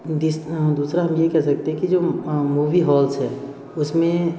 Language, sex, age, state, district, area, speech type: Hindi, male, 30-45, Bihar, Darbhanga, rural, spontaneous